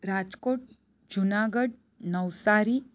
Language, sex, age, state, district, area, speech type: Gujarati, female, 30-45, Gujarat, Surat, rural, spontaneous